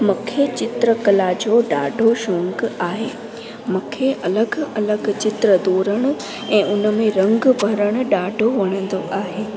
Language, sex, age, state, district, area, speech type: Sindhi, female, 18-30, Gujarat, Junagadh, rural, spontaneous